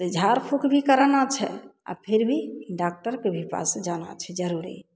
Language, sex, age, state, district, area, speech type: Maithili, female, 45-60, Bihar, Begusarai, rural, spontaneous